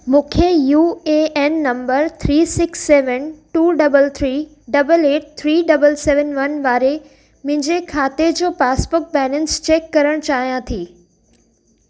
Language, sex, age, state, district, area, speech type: Sindhi, female, 30-45, Gujarat, Kutch, urban, read